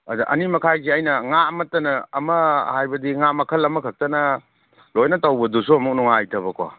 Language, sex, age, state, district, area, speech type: Manipuri, male, 30-45, Manipur, Kangpokpi, urban, conversation